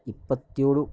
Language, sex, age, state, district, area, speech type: Kannada, male, 60+, Karnataka, Shimoga, rural, spontaneous